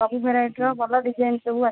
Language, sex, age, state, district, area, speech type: Odia, female, 30-45, Odisha, Jagatsinghpur, rural, conversation